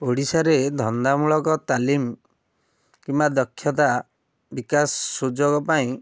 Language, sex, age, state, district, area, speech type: Odia, male, 18-30, Odisha, Cuttack, urban, spontaneous